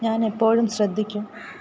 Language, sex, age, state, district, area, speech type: Malayalam, female, 30-45, Kerala, Alappuzha, rural, read